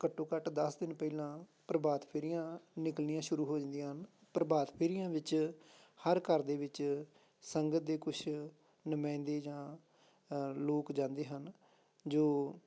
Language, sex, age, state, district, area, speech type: Punjabi, male, 30-45, Punjab, Amritsar, urban, spontaneous